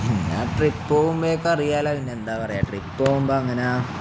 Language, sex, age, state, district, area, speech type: Malayalam, male, 18-30, Kerala, Palakkad, rural, spontaneous